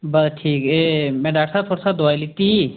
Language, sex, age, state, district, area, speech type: Dogri, male, 30-45, Jammu and Kashmir, Udhampur, rural, conversation